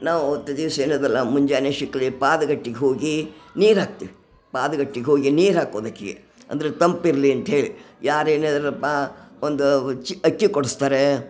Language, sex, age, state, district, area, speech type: Kannada, female, 60+, Karnataka, Gadag, rural, spontaneous